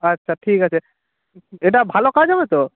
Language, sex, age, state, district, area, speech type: Bengali, male, 18-30, West Bengal, Jalpaiguri, rural, conversation